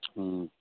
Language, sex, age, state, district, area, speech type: Maithili, male, 45-60, Bihar, Saharsa, rural, conversation